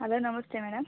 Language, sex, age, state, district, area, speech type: Kannada, female, 60+, Karnataka, Tumkur, rural, conversation